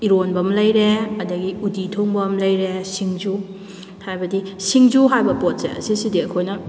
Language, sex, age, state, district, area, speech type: Manipuri, female, 30-45, Manipur, Kakching, rural, spontaneous